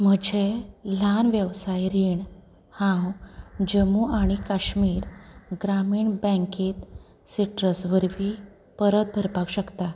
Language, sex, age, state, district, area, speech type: Goan Konkani, female, 30-45, Goa, Canacona, urban, read